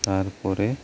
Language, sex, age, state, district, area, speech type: Santali, male, 30-45, West Bengal, Birbhum, rural, spontaneous